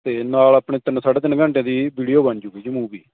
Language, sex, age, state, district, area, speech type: Punjabi, male, 30-45, Punjab, Barnala, rural, conversation